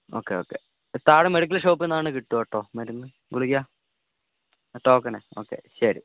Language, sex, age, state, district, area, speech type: Malayalam, male, 30-45, Kerala, Wayanad, rural, conversation